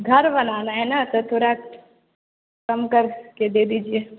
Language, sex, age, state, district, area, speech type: Hindi, female, 18-30, Bihar, Vaishali, rural, conversation